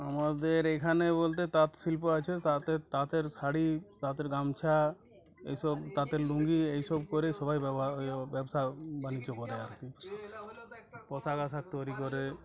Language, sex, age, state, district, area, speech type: Bengali, male, 30-45, West Bengal, Uttar Dinajpur, rural, spontaneous